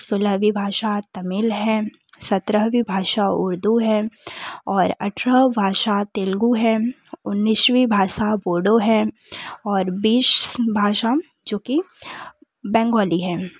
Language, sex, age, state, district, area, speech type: Hindi, female, 18-30, Uttar Pradesh, Jaunpur, urban, spontaneous